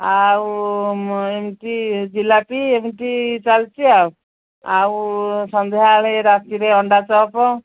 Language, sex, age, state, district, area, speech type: Odia, female, 60+, Odisha, Angul, rural, conversation